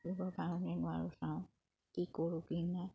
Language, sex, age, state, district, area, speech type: Assamese, female, 30-45, Assam, Charaideo, rural, spontaneous